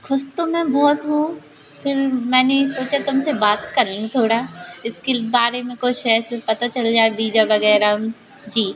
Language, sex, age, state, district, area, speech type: Hindi, female, 18-30, Madhya Pradesh, Narsinghpur, urban, spontaneous